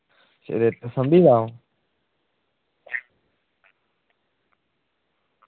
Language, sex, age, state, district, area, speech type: Dogri, male, 30-45, Jammu and Kashmir, Udhampur, rural, conversation